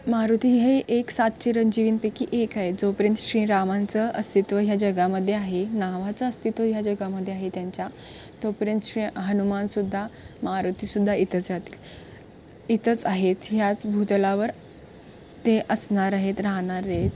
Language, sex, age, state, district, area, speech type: Marathi, female, 18-30, Maharashtra, Kolhapur, urban, spontaneous